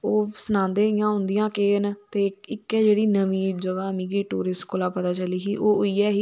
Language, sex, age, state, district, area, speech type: Dogri, female, 18-30, Jammu and Kashmir, Samba, rural, spontaneous